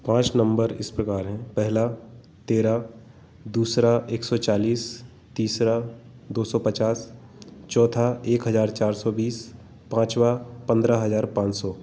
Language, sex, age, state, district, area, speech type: Hindi, male, 45-60, Madhya Pradesh, Jabalpur, urban, spontaneous